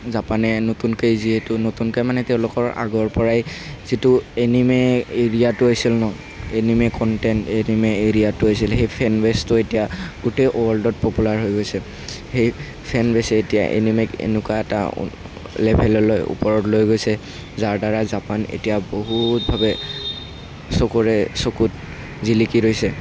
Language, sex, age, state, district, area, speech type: Assamese, male, 18-30, Assam, Kamrup Metropolitan, urban, spontaneous